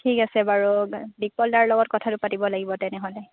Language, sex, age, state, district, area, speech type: Assamese, female, 18-30, Assam, Lakhimpur, urban, conversation